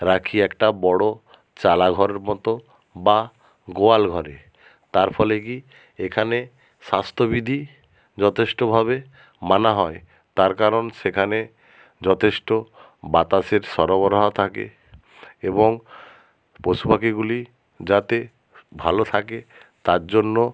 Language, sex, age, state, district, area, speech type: Bengali, male, 60+, West Bengal, Nadia, rural, spontaneous